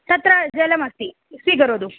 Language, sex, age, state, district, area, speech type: Sanskrit, female, 18-30, Kerala, Palakkad, rural, conversation